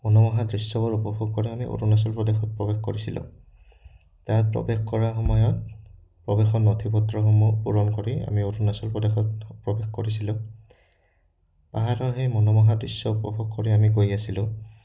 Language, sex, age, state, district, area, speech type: Assamese, male, 18-30, Assam, Udalguri, rural, spontaneous